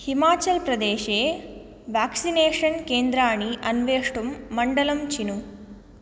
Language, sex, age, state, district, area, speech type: Sanskrit, female, 18-30, Tamil Nadu, Madurai, urban, read